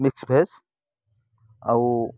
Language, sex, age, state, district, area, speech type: Odia, male, 30-45, Odisha, Kendrapara, urban, spontaneous